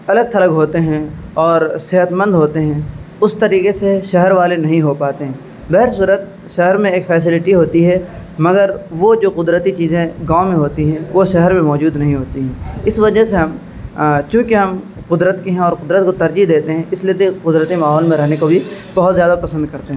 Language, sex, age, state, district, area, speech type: Urdu, male, 30-45, Uttar Pradesh, Azamgarh, rural, spontaneous